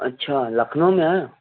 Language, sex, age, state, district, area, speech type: Sindhi, male, 18-30, Maharashtra, Thane, urban, conversation